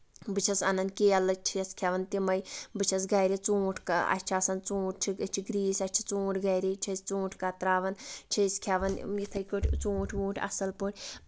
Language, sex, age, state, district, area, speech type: Kashmiri, female, 45-60, Jammu and Kashmir, Anantnag, rural, spontaneous